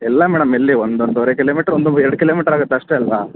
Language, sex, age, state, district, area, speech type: Kannada, male, 30-45, Karnataka, Davanagere, urban, conversation